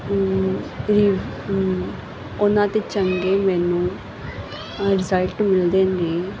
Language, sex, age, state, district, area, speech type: Punjabi, female, 18-30, Punjab, Muktsar, urban, spontaneous